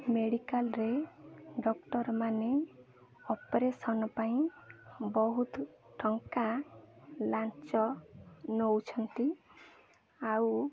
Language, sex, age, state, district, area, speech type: Odia, female, 18-30, Odisha, Ganjam, urban, spontaneous